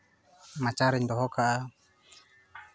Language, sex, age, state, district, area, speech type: Santali, male, 18-30, West Bengal, Purba Bardhaman, rural, spontaneous